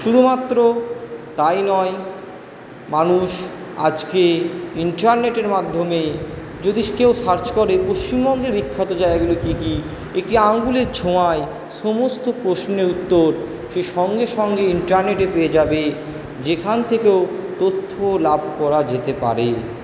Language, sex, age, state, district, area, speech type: Bengali, male, 60+, West Bengal, Purba Bardhaman, urban, spontaneous